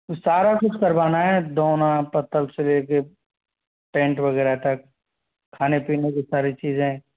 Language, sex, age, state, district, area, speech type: Hindi, male, 30-45, Rajasthan, Jaipur, urban, conversation